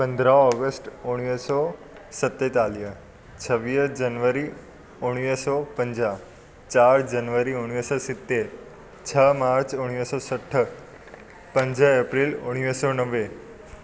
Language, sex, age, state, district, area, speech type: Sindhi, male, 18-30, Gujarat, Surat, urban, spontaneous